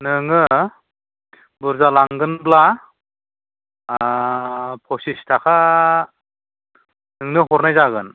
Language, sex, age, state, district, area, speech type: Bodo, male, 30-45, Assam, Chirang, rural, conversation